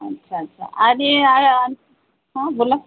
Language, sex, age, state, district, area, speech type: Marathi, female, 18-30, Maharashtra, Akola, rural, conversation